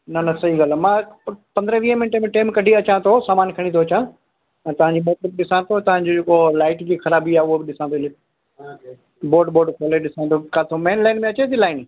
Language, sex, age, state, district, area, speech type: Sindhi, male, 45-60, Delhi, South Delhi, urban, conversation